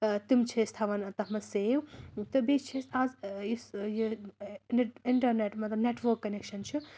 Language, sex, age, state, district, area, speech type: Kashmiri, female, 18-30, Jammu and Kashmir, Anantnag, rural, spontaneous